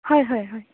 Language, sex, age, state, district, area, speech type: Assamese, female, 18-30, Assam, Goalpara, urban, conversation